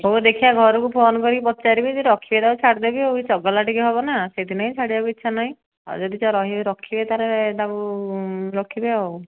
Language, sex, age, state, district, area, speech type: Odia, female, 45-60, Odisha, Dhenkanal, rural, conversation